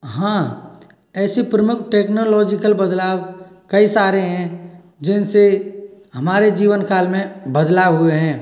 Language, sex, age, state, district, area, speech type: Hindi, male, 18-30, Rajasthan, Karauli, rural, spontaneous